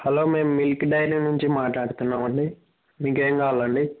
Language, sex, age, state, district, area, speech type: Telugu, female, 45-60, Andhra Pradesh, Kadapa, rural, conversation